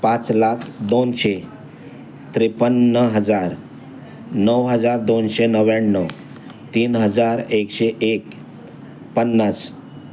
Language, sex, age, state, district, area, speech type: Marathi, male, 60+, Maharashtra, Mumbai Suburban, urban, spontaneous